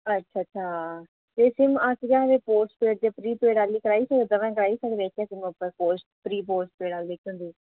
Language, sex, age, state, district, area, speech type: Dogri, female, 30-45, Jammu and Kashmir, Udhampur, urban, conversation